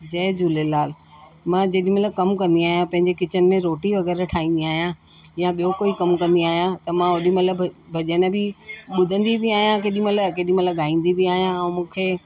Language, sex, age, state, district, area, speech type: Sindhi, female, 60+, Delhi, South Delhi, urban, spontaneous